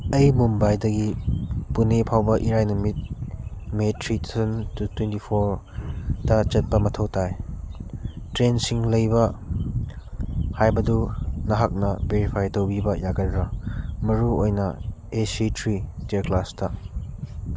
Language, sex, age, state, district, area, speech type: Manipuri, male, 30-45, Manipur, Churachandpur, rural, read